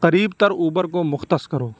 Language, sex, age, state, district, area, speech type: Urdu, male, 45-60, Uttar Pradesh, Lucknow, urban, read